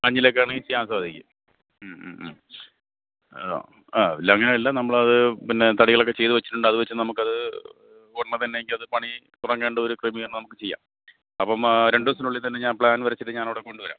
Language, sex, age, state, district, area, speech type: Malayalam, male, 30-45, Kerala, Thiruvananthapuram, urban, conversation